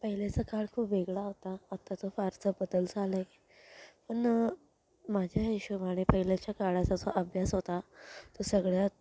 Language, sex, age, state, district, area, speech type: Marathi, female, 18-30, Maharashtra, Thane, urban, spontaneous